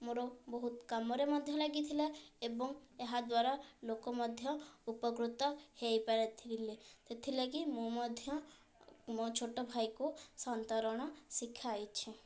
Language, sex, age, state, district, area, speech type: Odia, female, 18-30, Odisha, Kendrapara, urban, spontaneous